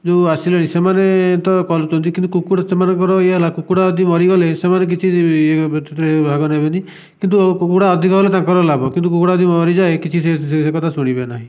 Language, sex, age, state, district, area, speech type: Odia, male, 45-60, Odisha, Dhenkanal, rural, spontaneous